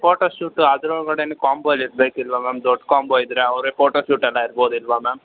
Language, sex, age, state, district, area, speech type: Kannada, male, 18-30, Karnataka, Bangalore Urban, urban, conversation